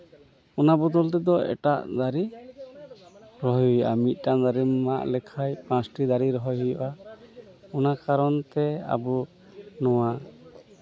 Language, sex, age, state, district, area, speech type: Santali, male, 30-45, West Bengal, Malda, rural, spontaneous